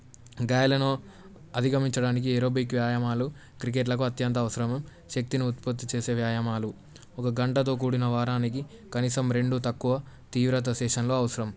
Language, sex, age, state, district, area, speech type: Telugu, male, 18-30, Telangana, Medak, rural, spontaneous